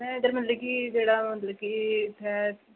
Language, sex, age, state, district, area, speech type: Dogri, female, 18-30, Jammu and Kashmir, Jammu, rural, conversation